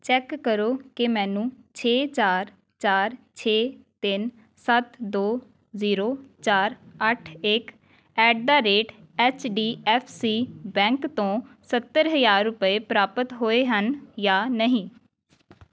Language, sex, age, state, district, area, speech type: Punjabi, female, 18-30, Punjab, Amritsar, urban, read